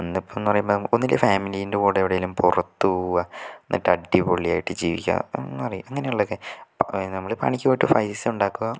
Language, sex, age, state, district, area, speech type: Malayalam, male, 18-30, Kerala, Kozhikode, urban, spontaneous